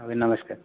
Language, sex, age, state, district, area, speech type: Odia, male, 30-45, Odisha, Jajpur, rural, conversation